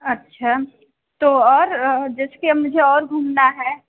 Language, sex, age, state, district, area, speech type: Hindi, female, 18-30, Uttar Pradesh, Mirzapur, urban, conversation